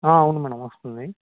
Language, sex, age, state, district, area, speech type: Telugu, male, 18-30, Andhra Pradesh, Kakinada, rural, conversation